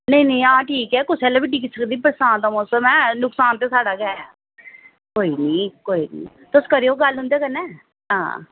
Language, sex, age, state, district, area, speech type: Dogri, female, 45-60, Jammu and Kashmir, Reasi, urban, conversation